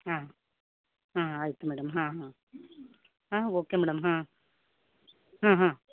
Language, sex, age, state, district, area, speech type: Kannada, female, 30-45, Karnataka, Uttara Kannada, rural, conversation